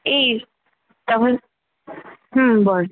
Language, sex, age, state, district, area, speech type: Bengali, female, 18-30, West Bengal, Kolkata, urban, conversation